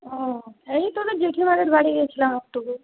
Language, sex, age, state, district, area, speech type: Bengali, female, 30-45, West Bengal, Purulia, urban, conversation